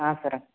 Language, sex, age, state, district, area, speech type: Kannada, male, 18-30, Karnataka, Gadag, urban, conversation